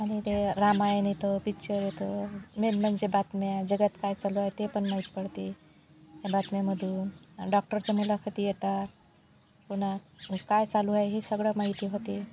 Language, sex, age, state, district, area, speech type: Marathi, female, 45-60, Maharashtra, Washim, rural, spontaneous